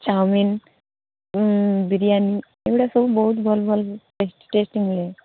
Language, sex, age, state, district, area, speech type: Odia, female, 18-30, Odisha, Balasore, rural, conversation